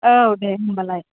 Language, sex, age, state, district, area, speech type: Bodo, female, 30-45, Assam, Kokrajhar, rural, conversation